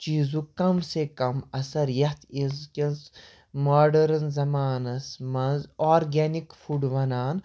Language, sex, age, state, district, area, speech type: Kashmiri, male, 30-45, Jammu and Kashmir, Baramulla, urban, spontaneous